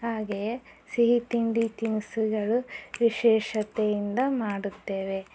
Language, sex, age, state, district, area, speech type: Kannada, female, 18-30, Karnataka, Chitradurga, rural, spontaneous